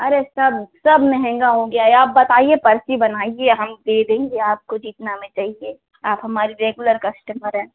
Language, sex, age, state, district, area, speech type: Hindi, female, 18-30, Uttar Pradesh, Ghazipur, urban, conversation